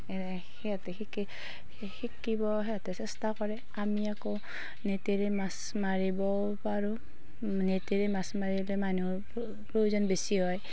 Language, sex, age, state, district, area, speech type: Assamese, female, 30-45, Assam, Darrang, rural, spontaneous